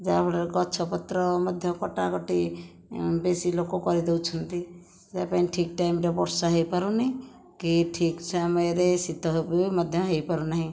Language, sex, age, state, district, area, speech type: Odia, female, 60+, Odisha, Khordha, rural, spontaneous